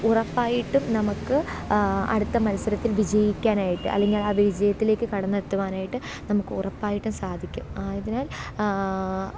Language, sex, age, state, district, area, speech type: Malayalam, female, 18-30, Kerala, Alappuzha, rural, spontaneous